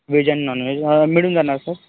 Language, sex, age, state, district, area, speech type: Marathi, male, 18-30, Maharashtra, Yavatmal, rural, conversation